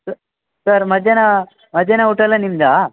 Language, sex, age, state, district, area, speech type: Kannada, male, 18-30, Karnataka, Shimoga, rural, conversation